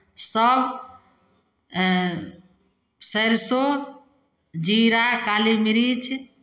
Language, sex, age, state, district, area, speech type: Maithili, female, 45-60, Bihar, Samastipur, rural, spontaneous